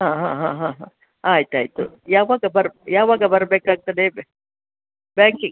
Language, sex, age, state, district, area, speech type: Kannada, female, 60+, Karnataka, Udupi, rural, conversation